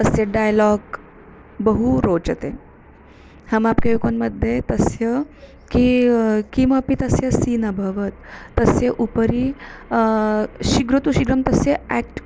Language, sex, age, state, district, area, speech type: Sanskrit, female, 30-45, Maharashtra, Nagpur, urban, spontaneous